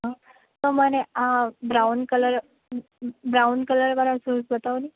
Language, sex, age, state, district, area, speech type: Gujarati, female, 18-30, Gujarat, Valsad, rural, conversation